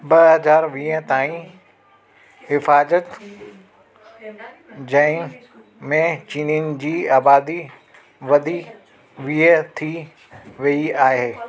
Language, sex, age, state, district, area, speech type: Sindhi, male, 30-45, Delhi, South Delhi, urban, read